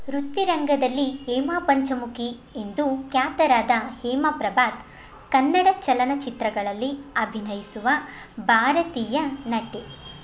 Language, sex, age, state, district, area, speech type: Kannada, female, 18-30, Karnataka, Chitradurga, rural, read